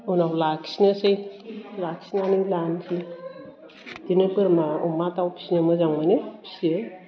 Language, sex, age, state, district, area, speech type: Bodo, female, 60+, Assam, Chirang, rural, spontaneous